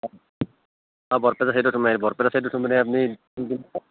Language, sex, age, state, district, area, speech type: Assamese, male, 30-45, Assam, Barpeta, rural, conversation